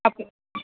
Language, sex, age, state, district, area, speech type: Assamese, female, 30-45, Assam, Dibrugarh, urban, conversation